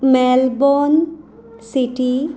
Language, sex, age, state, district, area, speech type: Goan Konkani, female, 30-45, Goa, Quepem, rural, spontaneous